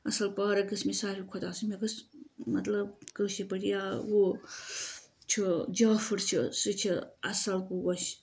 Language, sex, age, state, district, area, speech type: Kashmiri, female, 45-60, Jammu and Kashmir, Ganderbal, rural, spontaneous